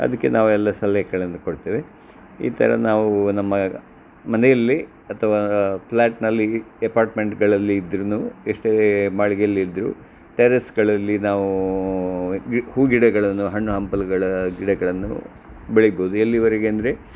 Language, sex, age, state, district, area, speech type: Kannada, male, 60+, Karnataka, Udupi, rural, spontaneous